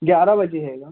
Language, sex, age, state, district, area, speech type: Hindi, male, 18-30, Madhya Pradesh, Jabalpur, urban, conversation